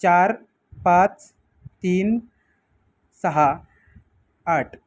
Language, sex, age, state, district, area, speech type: Marathi, male, 18-30, Maharashtra, Ratnagiri, urban, spontaneous